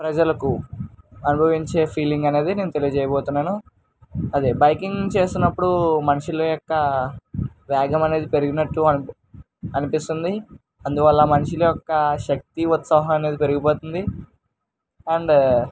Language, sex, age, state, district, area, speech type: Telugu, male, 18-30, Andhra Pradesh, Eluru, urban, spontaneous